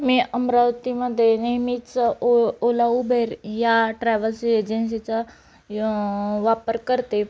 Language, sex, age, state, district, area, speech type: Marathi, female, 18-30, Maharashtra, Amravati, rural, spontaneous